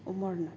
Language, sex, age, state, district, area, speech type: Bodo, female, 30-45, Assam, Kokrajhar, rural, spontaneous